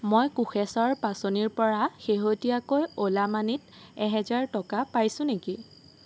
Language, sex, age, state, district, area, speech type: Assamese, female, 18-30, Assam, Sonitpur, rural, read